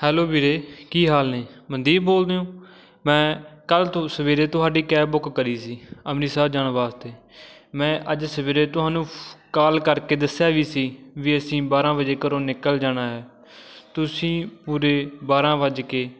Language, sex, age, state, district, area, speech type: Punjabi, male, 18-30, Punjab, Fatehgarh Sahib, rural, spontaneous